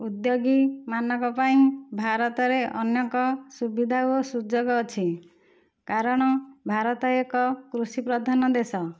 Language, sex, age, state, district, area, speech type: Odia, female, 45-60, Odisha, Nayagarh, rural, spontaneous